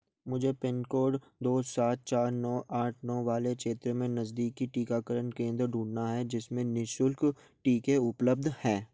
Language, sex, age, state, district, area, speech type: Hindi, male, 18-30, Madhya Pradesh, Gwalior, urban, read